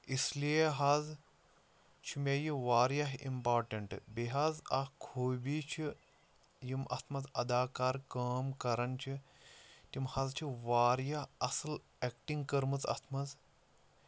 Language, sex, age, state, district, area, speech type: Kashmiri, male, 30-45, Jammu and Kashmir, Shopian, rural, spontaneous